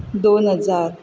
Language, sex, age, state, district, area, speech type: Goan Konkani, female, 18-30, Goa, Quepem, rural, spontaneous